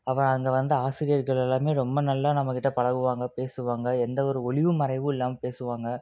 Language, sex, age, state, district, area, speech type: Tamil, male, 18-30, Tamil Nadu, Salem, urban, spontaneous